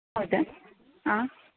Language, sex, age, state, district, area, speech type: Kannada, female, 18-30, Karnataka, Shimoga, rural, conversation